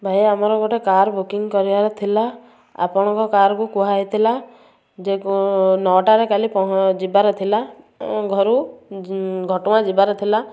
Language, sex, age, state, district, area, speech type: Odia, female, 30-45, Odisha, Kendujhar, urban, spontaneous